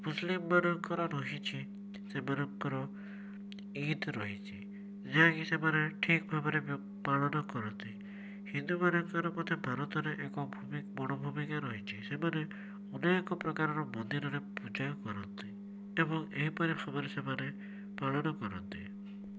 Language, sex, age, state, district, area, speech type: Odia, male, 18-30, Odisha, Cuttack, urban, spontaneous